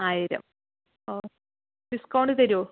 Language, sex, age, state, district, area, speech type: Malayalam, female, 45-60, Kerala, Palakkad, rural, conversation